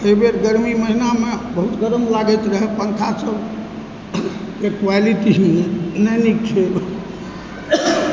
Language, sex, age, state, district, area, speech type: Maithili, male, 45-60, Bihar, Supaul, urban, spontaneous